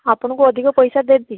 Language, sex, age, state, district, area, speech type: Odia, female, 30-45, Odisha, Balasore, rural, conversation